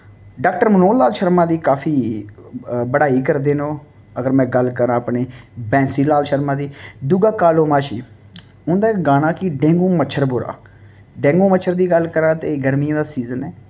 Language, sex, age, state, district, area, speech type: Dogri, male, 18-30, Jammu and Kashmir, Kathua, rural, spontaneous